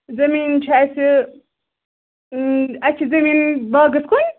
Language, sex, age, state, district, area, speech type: Kashmiri, female, 45-60, Jammu and Kashmir, Ganderbal, rural, conversation